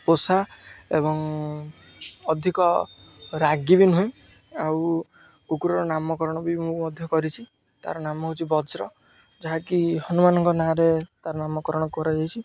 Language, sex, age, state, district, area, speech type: Odia, male, 18-30, Odisha, Jagatsinghpur, rural, spontaneous